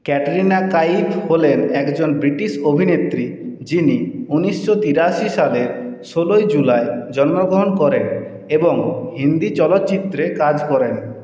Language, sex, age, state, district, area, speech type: Bengali, male, 18-30, West Bengal, Purulia, urban, read